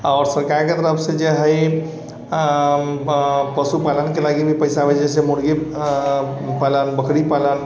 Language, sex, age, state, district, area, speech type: Maithili, male, 30-45, Bihar, Sitamarhi, urban, spontaneous